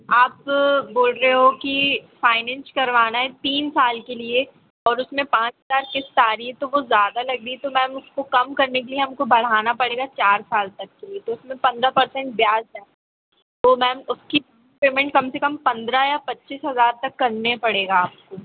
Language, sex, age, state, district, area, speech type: Hindi, female, 18-30, Madhya Pradesh, Chhindwara, urban, conversation